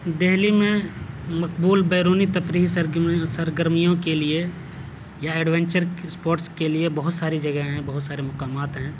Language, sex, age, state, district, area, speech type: Urdu, male, 30-45, Delhi, South Delhi, urban, spontaneous